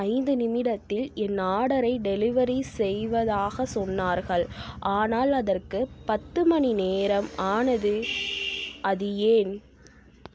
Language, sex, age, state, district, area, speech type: Tamil, female, 45-60, Tamil Nadu, Tiruvarur, rural, read